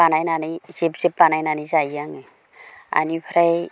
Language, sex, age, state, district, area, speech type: Bodo, female, 45-60, Assam, Baksa, rural, spontaneous